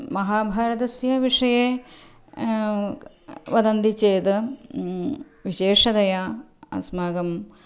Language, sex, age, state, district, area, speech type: Sanskrit, female, 45-60, Kerala, Thrissur, urban, spontaneous